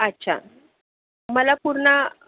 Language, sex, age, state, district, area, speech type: Marathi, female, 45-60, Maharashtra, Akola, urban, conversation